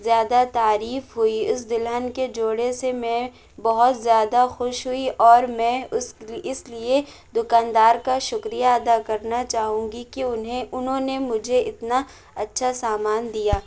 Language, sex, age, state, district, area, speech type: Urdu, female, 45-60, Uttar Pradesh, Lucknow, rural, spontaneous